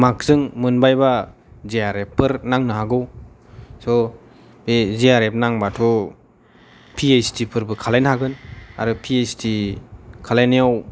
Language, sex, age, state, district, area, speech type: Bodo, male, 18-30, Assam, Chirang, urban, spontaneous